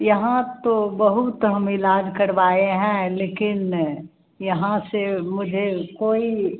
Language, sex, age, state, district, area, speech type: Hindi, female, 45-60, Bihar, Madhepura, rural, conversation